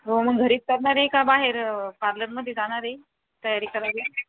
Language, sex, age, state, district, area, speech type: Marathi, female, 30-45, Maharashtra, Buldhana, rural, conversation